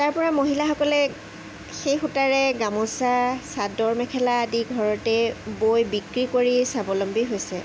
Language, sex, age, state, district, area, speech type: Assamese, female, 30-45, Assam, Jorhat, urban, spontaneous